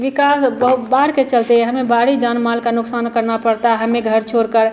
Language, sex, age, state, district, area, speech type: Hindi, female, 45-60, Bihar, Madhubani, rural, spontaneous